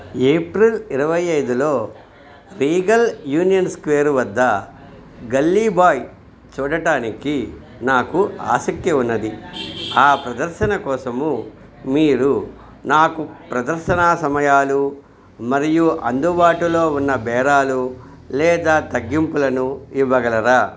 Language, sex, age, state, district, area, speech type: Telugu, male, 45-60, Andhra Pradesh, Krishna, rural, read